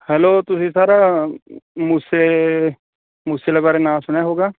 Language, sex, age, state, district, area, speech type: Punjabi, male, 18-30, Punjab, Mansa, urban, conversation